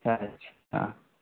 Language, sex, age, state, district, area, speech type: Urdu, male, 18-30, Bihar, Saharsa, rural, conversation